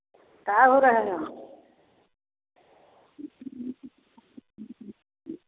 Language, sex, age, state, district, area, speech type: Hindi, female, 60+, Uttar Pradesh, Varanasi, rural, conversation